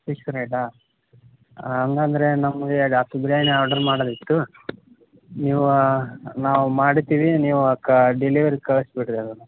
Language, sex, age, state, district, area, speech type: Kannada, male, 18-30, Karnataka, Gadag, urban, conversation